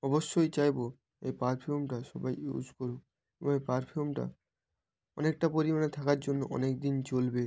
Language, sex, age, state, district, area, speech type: Bengali, male, 18-30, West Bengal, North 24 Parganas, rural, spontaneous